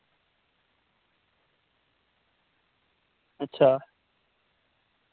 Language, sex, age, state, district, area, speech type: Dogri, male, 30-45, Jammu and Kashmir, Reasi, rural, conversation